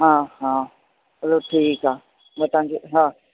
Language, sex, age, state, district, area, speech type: Sindhi, female, 45-60, Delhi, South Delhi, urban, conversation